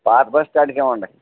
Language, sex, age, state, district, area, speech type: Telugu, male, 60+, Andhra Pradesh, Eluru, rural, conversation